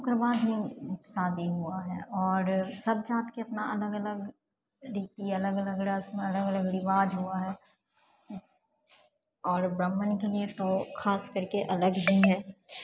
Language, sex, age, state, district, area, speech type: Maithili, female, 18-30, Bihar, Purnia, rural, spontaneous